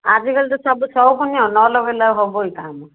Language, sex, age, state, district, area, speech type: Odia, female, 60+, Odisha, Gajapati, rural, conversation